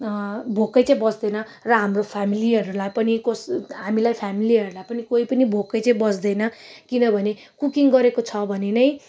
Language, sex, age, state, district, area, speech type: Nepali, female, 30-45, West Bengal, Darjeeling, urban, spontaneous